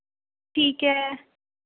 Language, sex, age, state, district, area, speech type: Punjabi, female, 18-30, Punjab, Muktsar, rural, conversation